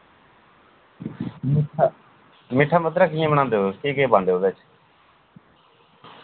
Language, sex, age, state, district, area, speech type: Dogri, male, 18-30, Jammu and Kashmir, Reasi, rural, conversation